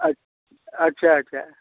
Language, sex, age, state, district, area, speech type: Maithili, male, 60+, Bihar, Madhubani, rural, conversation